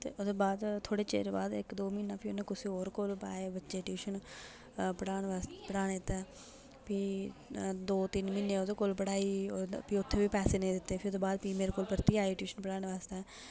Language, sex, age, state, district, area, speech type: Dogri, female, 18-30, Jammu and Kashmir, Reasi, rural, spontaneous